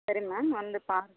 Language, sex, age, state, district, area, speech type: Tamil, female, 30-45, Tamil Nadu, Tirupattur, rural, conversation